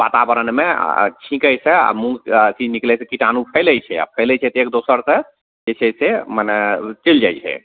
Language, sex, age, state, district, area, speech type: Maithili, male, 45-60, Bihar, Madhepura, urban, conversation